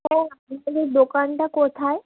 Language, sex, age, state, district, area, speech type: Bengali, female, 30-45, West Bengal, Hooghly, urban, conversation